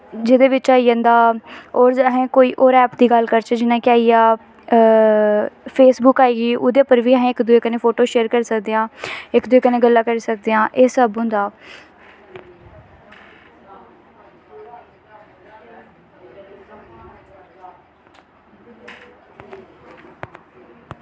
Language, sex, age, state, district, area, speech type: Dogri, female, 18-30, Jammu and Kashmir, Samba, rural, spontaneous